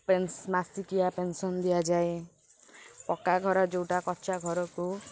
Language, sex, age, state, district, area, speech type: Odia, female, 18-30, Odisha, Kendrapara, urban, spontaneous